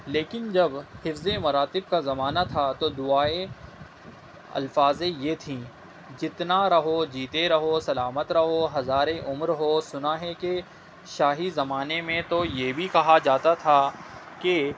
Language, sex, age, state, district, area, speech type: Urdu, male, 30-45, Delhi, Central Delhi, urban, spontaneous